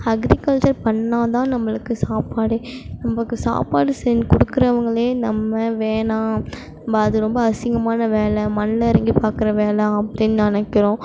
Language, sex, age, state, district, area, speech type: Tamil, female, 18-30, Tamil Nadu, Mayiladuthurai, urban, spontaneous